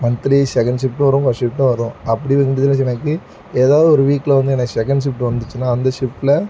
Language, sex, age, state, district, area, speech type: Tamil, male, 30-45, Tamil Nadu, Thoothukudi, urban, spontaneous